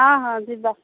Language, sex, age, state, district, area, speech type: Odia, female, 45-60, Odisha, Angul, rural, conversation